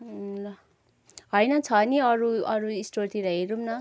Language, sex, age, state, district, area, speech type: Nepali, female, 18-30, West Bengal, Kalimpong, rural, spontaneous